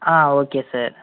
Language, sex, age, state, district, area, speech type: Tamil, male, 18-30, Tamil Nadu, Ariyalur, rural, conversation